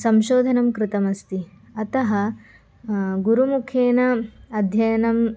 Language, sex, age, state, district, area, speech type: Sanskrit, female, 18-30, Karnataka, Dharwad, urban, spontaneous